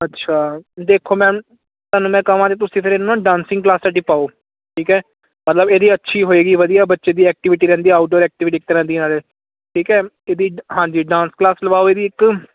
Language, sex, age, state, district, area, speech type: Punjabi, male, 18-30, Punjab, Ludhiana, urban, conversation